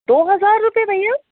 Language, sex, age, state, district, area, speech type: Urdu, female, 30-45, Delhi, South Delhi, rural, conversation